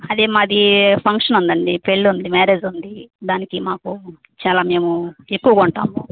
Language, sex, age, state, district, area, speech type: Telugu, female, 60+, Andhra Pradesh, Kadapa, rural, conversation